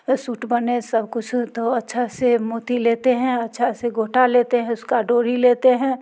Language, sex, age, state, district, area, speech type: Hindi, female, 45-60, Bihar, Muzaffarpur, rural, spontaneous